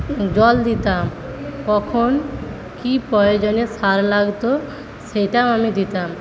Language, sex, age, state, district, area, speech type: Bengali, female, 45-60, West Bengal, Paschim Medinipur, rural, spontaneous